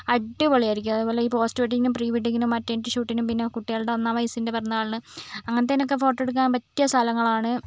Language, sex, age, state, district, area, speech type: Malayalam, female, 45-60, Kerala, Wayanad, rural, spontaneous